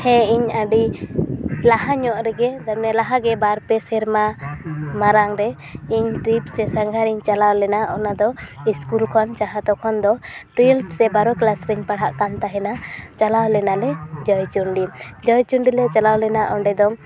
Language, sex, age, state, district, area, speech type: Santali, female, 18-30, West Bengal, Purba Bardhaman, rural, spontaneous